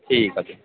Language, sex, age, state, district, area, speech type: Punjabi, male, 18-30, Punjab, Ludhiana, rural, conversation